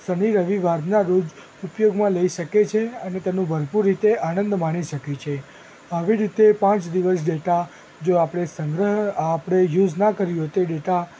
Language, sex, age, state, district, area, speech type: Gujarati, female, 18-30, Gujarat, Ahmedabad, urban, spontaneous